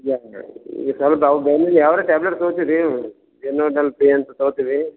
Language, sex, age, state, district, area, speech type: Kannada, male, 60+, Karnataka, Gulbarga, urban, conversation